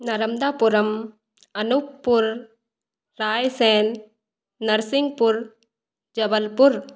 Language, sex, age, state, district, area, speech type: Hindi, female, 18-30, Madhya Pradesh, Hoshangabad, rural, spontaneous